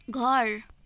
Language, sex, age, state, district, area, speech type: Nepali, female, 18-30, West Bengal, Jalpaiguri, rural, read